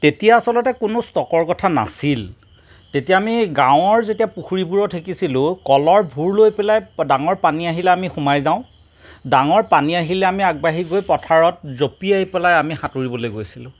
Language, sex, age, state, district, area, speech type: Assamese, male, 45-60, Assam, Golaghat, urban, spontaneous